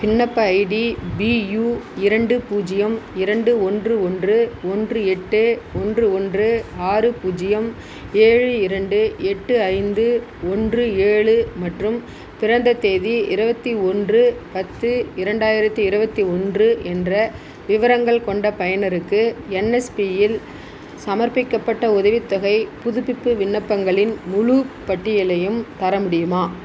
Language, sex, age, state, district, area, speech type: Tamil, female, 60+, Tamil Nadu, Dharmapuri, rural, read